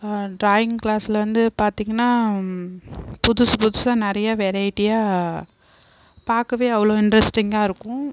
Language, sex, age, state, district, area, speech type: Tamil, female, 30-45, Tamil Nadu, Kallakurichi, rural, spontaneous